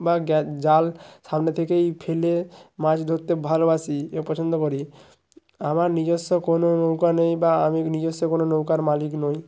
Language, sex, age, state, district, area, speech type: Bengali, male, 18-30, West Bengal, North 24 Parganas, rural, spontaneous